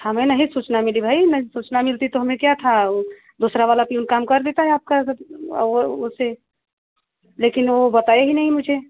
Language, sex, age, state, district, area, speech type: Hindi, female, 30-45, Uttar Pradesh, Prayagraj, rural, conversation